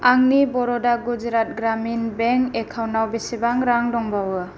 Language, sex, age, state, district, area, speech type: Bodo, female, 18-30, Assam, Kokrajhar, rural, read